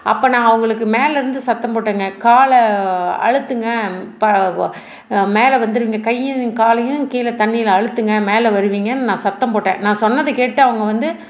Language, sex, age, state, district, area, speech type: Tamil, female, 45-60, Tamil Nadu, Salem, urban, spontaneous